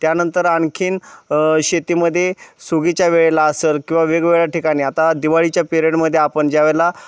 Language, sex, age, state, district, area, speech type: Marathi, male, 30-45, Maharashtra, Osmanabad, rural, spontaneous